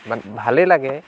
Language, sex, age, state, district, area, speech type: Assamese, male, 18-30, Assam, Dibrugarh, rural, spontaneous